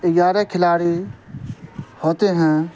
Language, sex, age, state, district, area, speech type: Urdu, male, 18-30, Bihar, Saharsa, rural, spontaneous